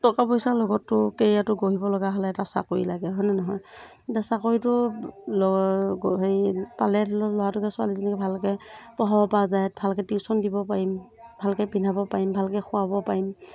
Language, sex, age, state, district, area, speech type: Assamese, female, 30-45, Assam, Morigaon, rural, spontaneous